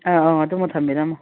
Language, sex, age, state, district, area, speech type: Manipuri, female, 60+, Manipur, Kangpokpi, urban, conversation